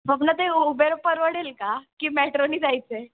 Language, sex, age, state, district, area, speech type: Marathi, female, 18-30, Maharashtra, Mumbai Suburban, urban, conversation